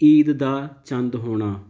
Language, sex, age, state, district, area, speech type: Punjabi, male, 30-45, Punjab, Fatehgarh Sahib, rural, spontaneous